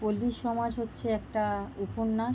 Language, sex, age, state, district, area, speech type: Bengali, female, 30-45, West Bengal, North 24 Parganas, urban, spontaneous